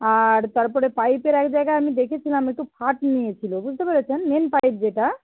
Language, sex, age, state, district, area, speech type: Bengali, female, 60+, West Bengal, Nadia, rural, conversation